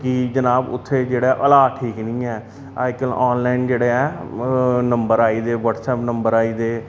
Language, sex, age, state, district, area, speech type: Dogri, male, 30-45, Jammu and Kashmir, Reasi, urban, spontaneous